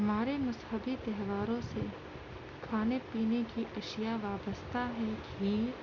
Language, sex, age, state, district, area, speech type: Urdu, female, 30-45, Uttar Pradesh, Gautam Buddha Nagar, urban, spontaneous